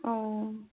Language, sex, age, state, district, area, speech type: Assamese, female, 18-30, Assam, Dibrugarh, rural, conversation